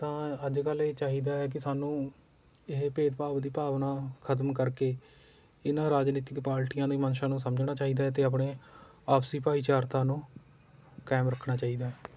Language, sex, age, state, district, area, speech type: Punjabi, male, 30-45, Punjab, Rupnagar, rural, spontaneous